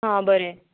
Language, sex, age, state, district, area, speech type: Goan Konkani, female, 18-30, Goa, Tiswadi, rural, conversation